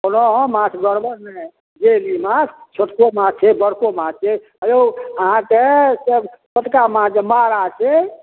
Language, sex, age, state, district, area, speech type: Maithili, male, 60+, Bihar, Madhubani, rural, conversation